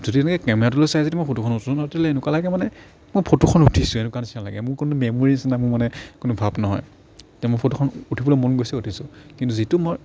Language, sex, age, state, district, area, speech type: Assamese, male, 45-60, Assam, Morigaon, rural, spontaneous